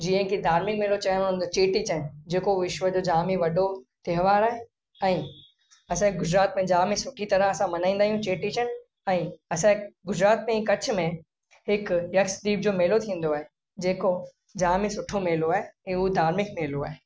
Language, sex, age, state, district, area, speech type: Sindhi, male, 18-30, Gujarat, Kutch, rural, spontaneous